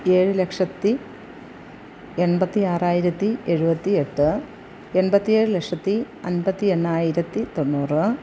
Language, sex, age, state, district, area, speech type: Malayalam, female, 45-60, Kerala, Kollam, rural, spontaneous